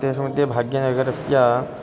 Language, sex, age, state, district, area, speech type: Sanskrit, male, 18-30, Karnataka, Gulbarga, urban, spontaneous